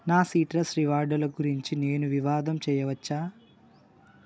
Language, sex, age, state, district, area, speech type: Telugu, male, 18-30, Telangana, Nalgonda, rural, read